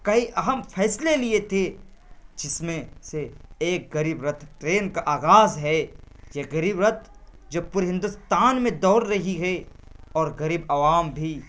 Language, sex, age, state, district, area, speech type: Urdu, male, 18-30, Bihar, Purnia, rural, spontaneous